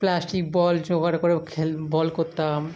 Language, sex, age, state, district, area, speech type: Bengali, male, 18-30, West Bengal, South 24 Parganas, urban, spontaneous